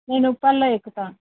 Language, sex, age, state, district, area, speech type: Telugu, female, 30-45, Telangana, Hyderabad, urban, conversation